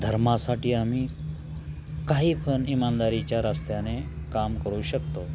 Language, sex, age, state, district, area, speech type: Marathi, male, 45-60, Maharashtra, Osmanabad, rural, spontaneous